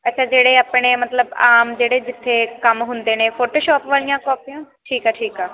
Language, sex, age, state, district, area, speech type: Punjabi, female, 18-30, Punjab, Faridkot, urban, conversation